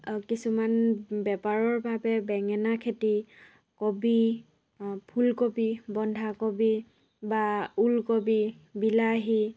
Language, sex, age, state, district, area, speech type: Assamese, female, 45-60, Assam, Dhemaji, rural, spontaneous